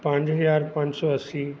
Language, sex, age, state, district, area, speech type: Punjabi, male, 45-60, Punjab, Mansa, urban, spontaneous